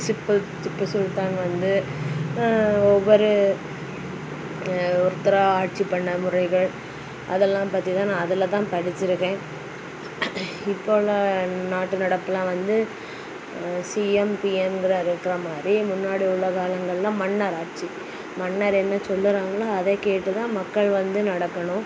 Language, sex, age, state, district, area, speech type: Tamil, female, 18-30, Tamil Nadu, Kanyakumari, rural, spontaneous